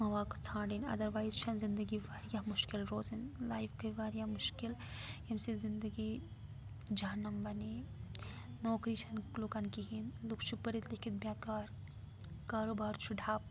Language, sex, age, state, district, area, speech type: Kashmiri, female, 18-30, Jammu and Kashmir, Srinagar, rural, spontaneous